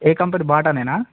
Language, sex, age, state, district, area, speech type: Telugu, male, 18-30, Telangana, Nagarkurnool, urban, conversation